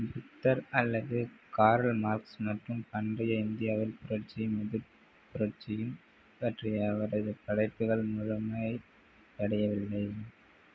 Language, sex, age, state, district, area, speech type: Tamil, male, 30-45, Tamil Nadu, Mayiladuthurai, urban, read